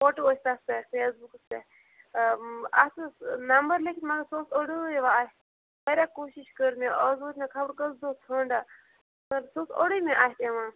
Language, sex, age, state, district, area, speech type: Kashmiri, female, 18-30, Jammu and Kashmir, Bandipora, rural, conversation